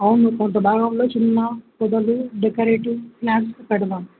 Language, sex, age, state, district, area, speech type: Telugu, male, 18-30, Telangana, Jangaon, rural, conversation